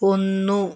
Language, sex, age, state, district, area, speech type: Malayalam, female, 45-60, Kerala, Wayanad, rural, read